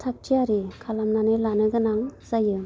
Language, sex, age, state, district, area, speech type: Bodo, female, 30-45, Assam, Udalguri, rural, spontaneous